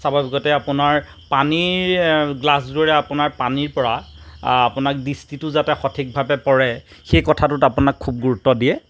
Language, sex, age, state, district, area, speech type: Assamese, male, 45-60, Assam, Golaghat, urban, spontaneous